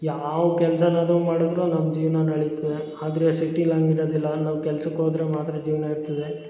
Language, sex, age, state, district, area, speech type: Kannada, male, 18-30, Karnataka, Hassan, rural, spontaneous